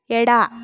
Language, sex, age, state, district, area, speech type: Kannada, female, 45-60, Karnataka, Bangalore Rural, rural, read